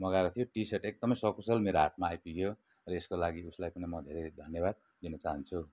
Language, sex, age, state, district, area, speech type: Nepali, male, 60+, West Bengal, Kalimpong, rural, spontaneous